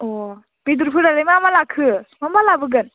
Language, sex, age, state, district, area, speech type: Bodo, female, 18-30, Assam, Baksa, rural, conversation